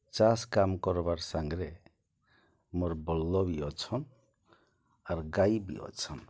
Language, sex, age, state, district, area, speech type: Odia, male, 60+, Odisha, Boudh, rural, spontaneous